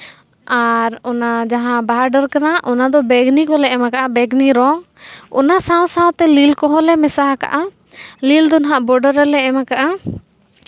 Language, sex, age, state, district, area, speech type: Santali, female, 18-30, Jharkhand, East Singhbhum, rural, spontaneous